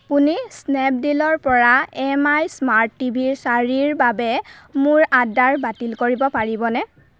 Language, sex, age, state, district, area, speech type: Assamese, female, 18-30, Assam, Golaghat, urban, read